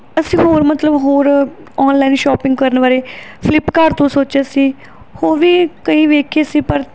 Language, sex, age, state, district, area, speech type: Punjabi, female, 18-30, Punjab, Barnala, urban, spontaneous